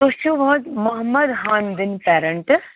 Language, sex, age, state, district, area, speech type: Kashmiri, female, 45-60, Jammu and Kashmir, Bandipora, rural, conversation